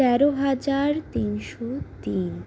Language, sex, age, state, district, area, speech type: Bengali, other, 45-60, West Bengal, Purulia, rural, spontaneous